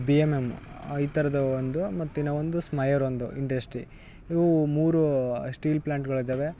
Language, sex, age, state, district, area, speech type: Kannada, male, 18-30, Karnataka, Vijayanagara, rural, spontaneous